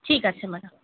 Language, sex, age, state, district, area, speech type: Bengali, female, 30-45, West Bengal, Murshidabad, urban, conversation